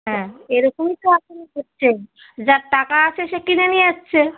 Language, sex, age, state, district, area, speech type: Bengali, female, 45-60, West Bengal, Darjeeling, urban, conversation